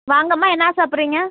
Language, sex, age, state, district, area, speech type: Tamil, female, 18-30, Tamil Nadu, Madurai, rural, conversation